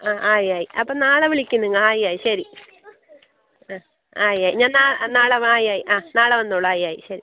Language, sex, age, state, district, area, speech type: Malayalam, female, 30-45, Kerala, Kasaragod, rural, conversation